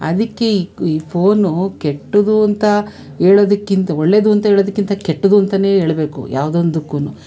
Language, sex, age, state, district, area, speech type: Kannada, female, 45-60, Karnataka, Bangalore Urban, urban, spontaneous